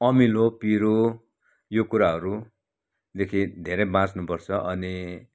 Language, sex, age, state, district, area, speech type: Nepali, male, 60+, West Bengal, Kalimpong, rural, spontaneous